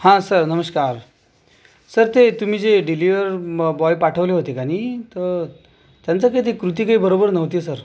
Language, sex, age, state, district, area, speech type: Marathi, male, 30-45, Maharashtra, Akola, rural, spontaneous